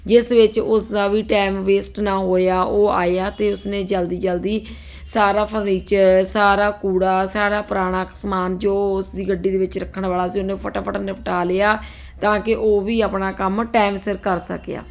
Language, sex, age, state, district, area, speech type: Punjabi, female, 30-45, Punjab, Ludhiana, urban, spontaneous